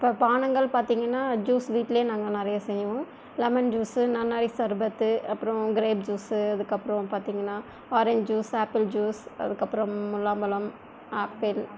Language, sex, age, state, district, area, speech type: Tamil, female, 30-45, Tamil Nadu, Krishnagiri, rural, spontaneous